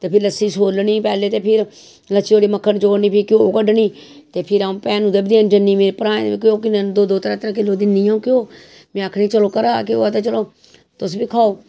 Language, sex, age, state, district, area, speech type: Dogri, female, 45-60, Jammu and Kashmir, Samba, rural, spontaneous